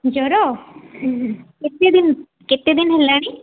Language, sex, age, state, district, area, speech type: Odia, female, 18-30, Odisha, Sundergarh, urban, conversation